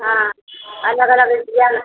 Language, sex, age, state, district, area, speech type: Hindi, female, 60+, Bihar, Vaishali, rural, conversation